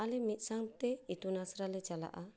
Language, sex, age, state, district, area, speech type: Santali, female, 30-45, West Bengal, Paschim Bardhaman, urban, spontaneous